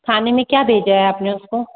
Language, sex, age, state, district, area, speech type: Hindi, female, 18-30, Rajasthan, Jaipur, urban, conversation